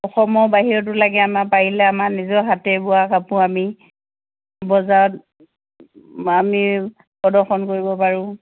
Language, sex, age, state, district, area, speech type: Assamese, female, 60+, Assam, Dibrugarh, rural, conversation